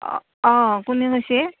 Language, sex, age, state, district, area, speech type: Assamese, female, 30-45, Assam, Barpeta, rural, conversation